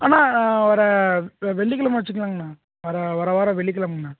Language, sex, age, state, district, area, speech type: Tamil, male, 18-30, Tamil Nadu, Perambalur, rural, conversation